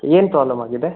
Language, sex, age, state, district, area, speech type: Kannada, male, 30-45, Karnataka, Chikkaballapur, rural, conversation